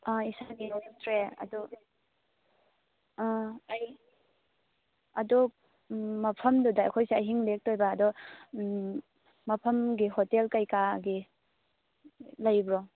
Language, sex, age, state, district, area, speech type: Manipuri, female, 18-30, Manipur, Churachandpur, rural, conversation